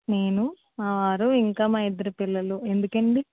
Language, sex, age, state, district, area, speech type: Telugu, female, 18-30, Andhra Pradesh, East Godavari, rural, conversation